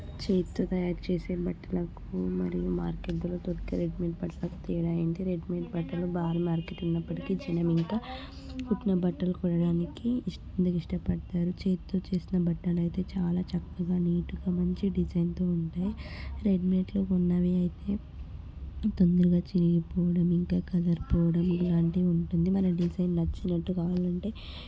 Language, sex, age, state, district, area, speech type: Telugu, female, 18-30, Telangana, Hyderabad, urban, spontaneous